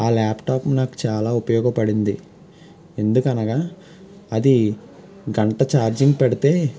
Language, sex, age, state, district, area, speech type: Telugu, male, 18-30, Andhra Pradesh, Guntur, urban, spontaneous